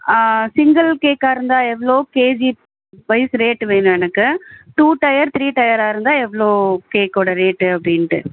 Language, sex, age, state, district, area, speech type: Tamil, female, 30-45, Tamil Nadu, Chennai, urban, conversation